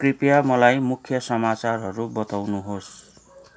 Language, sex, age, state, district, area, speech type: Nepali, male, 45-60, West Bengal, Kalimpong, rural, read